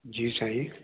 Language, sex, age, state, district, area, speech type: Sindhi, male, 60+, Uttar Pradesh, Lucknow, urban, conversation